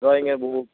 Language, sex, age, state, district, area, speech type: Bengali, male, 30-45, West Bengal, Darjeeling, rural, conversation